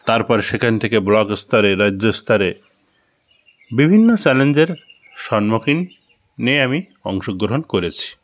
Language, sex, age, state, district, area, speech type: Bengali, male, 45-60, West Bengal, Bankura, urban, spontaneous